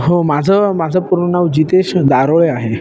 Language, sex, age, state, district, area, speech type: Marathi, male, 18-30, Maharashtra, Ahmednagar, urban, spontaneous